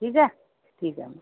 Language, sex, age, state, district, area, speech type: Marathi, female, 30-45, Maharashtra, Amravati, urban, conversation